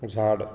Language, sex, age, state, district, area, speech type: Goan Konkani, male, 45-60, Goa, Bardez, rural, read